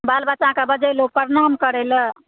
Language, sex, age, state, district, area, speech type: Maithili, female, 45-60, Bihar, Supaul, rural, conversation